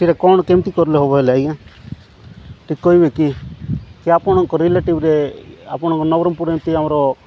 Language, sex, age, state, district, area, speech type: Odia, male, 45-60, Odisha, Nabarangpur, rural, spontaneous